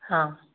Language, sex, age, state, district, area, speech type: Odia, female, 60+, Odisha, Kandhamal, rural, conversation